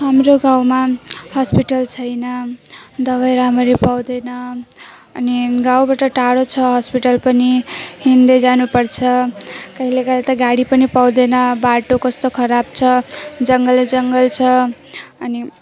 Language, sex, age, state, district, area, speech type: Nepali, female, 18-30, West Bengal, Jalpaiguri, rural, spontaneous